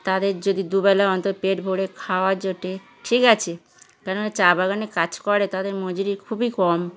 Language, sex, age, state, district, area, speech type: Bengali, female, 60+, West Bengal, Darjeeling, rural, spontaneous